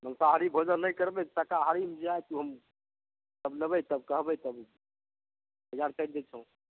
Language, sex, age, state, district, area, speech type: Maithili, male, 45-60, Bihar, Begusarai, urban, conversation